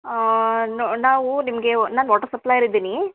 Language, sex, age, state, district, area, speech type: Kannada, female, 30-45, Karnataka, Gulbarga, urban, conversation